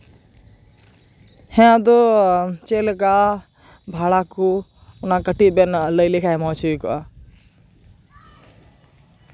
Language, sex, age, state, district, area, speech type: Santali, male, 18-30, West Bengal, Purba Bardhaman, rural, spontaneous